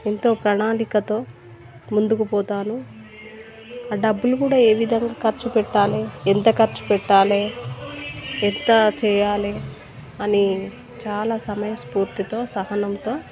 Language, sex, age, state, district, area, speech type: Telugu, female, 30-45, Telangana, Warangal, rural, spontaneous